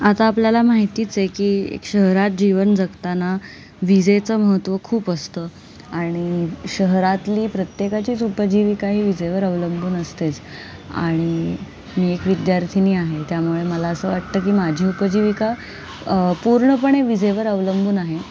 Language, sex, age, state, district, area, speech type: Marathi, female, 18-30, Maharashtra, Pune, urban, spontaneous